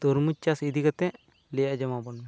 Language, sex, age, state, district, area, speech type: Santali, male, 30-45, West Bengal, Bankura, rural, spontaneous